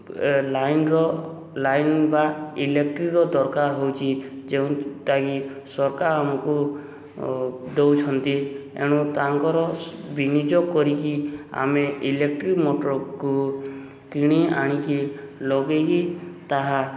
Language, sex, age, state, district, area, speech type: Odia, male, 18-30, Odisha, Subarnapur, urban, spontaneous